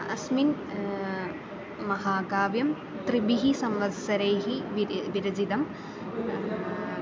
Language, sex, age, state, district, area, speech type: Sanskrit, female, 18-30, Kerala, Kollam, rural, spontaneous